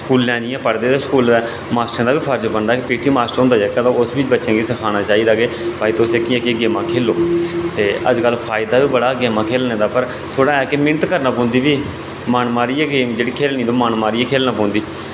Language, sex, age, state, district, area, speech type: Dogri, male, 18-30, Jammu and Kashmir, Reasi, rural, spontaneous